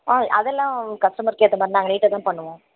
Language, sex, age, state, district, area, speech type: Tamil, female, 30-45, Tamil Nadu, Chennai, urban, conversation